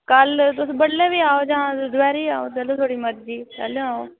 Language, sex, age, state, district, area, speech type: Dogri, female, 18-30, Jammu and Kashmir, Udhampur, rural, conversation